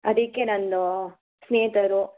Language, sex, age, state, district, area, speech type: Kannada, female, 45-60, Karnataka, Tumkur, rural, conversation